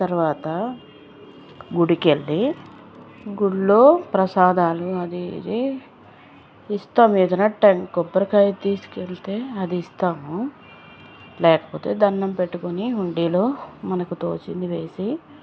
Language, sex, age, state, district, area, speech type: Telugu, female, 45-60, Andhra Pradesh, Chittoor, rural, spontaneous